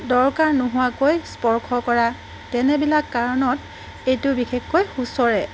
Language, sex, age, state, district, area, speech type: Assamese, female, 45-60, Assam, Golaghat, urban, spontaneous